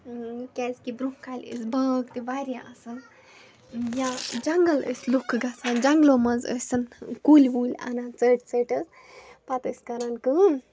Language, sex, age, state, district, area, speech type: Kashmiri, female, 18-30, Jammu and Kashmir, Bandipora, rural, spontaneous